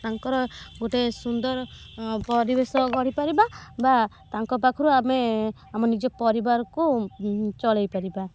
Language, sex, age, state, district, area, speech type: Odia, female, 18-30, Odisha, Kendrapara, urban, spontaneous